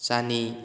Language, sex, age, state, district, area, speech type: Manipuri, male, 18-30, Manipur, Kakching, rural, spontaneous